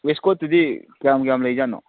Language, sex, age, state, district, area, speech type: Manipuri, male, 18-30, Manipur, Churachandpur, rural, conversation